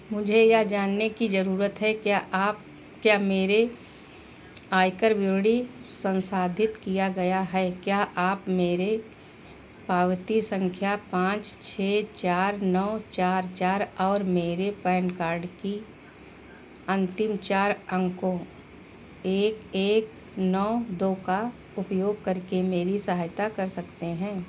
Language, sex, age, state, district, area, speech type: Hindi, female, 60+, Uttar Pradesh, Sitapur, rural, read